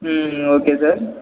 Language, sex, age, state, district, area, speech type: Tamil, male, 18-30, Tamil Nadu, Perambalur, rural, conversation